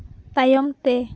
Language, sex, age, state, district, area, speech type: Santali, female, 18-30, West Bengal, Jhargram, rural, read